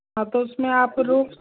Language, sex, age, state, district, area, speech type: Hindi, female, 60+, Madhya Pradesh, Jabalpur, urban, conversation